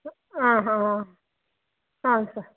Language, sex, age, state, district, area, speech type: Kannada, female, 45-60, Karnataka, Chitradurga, rural, conversation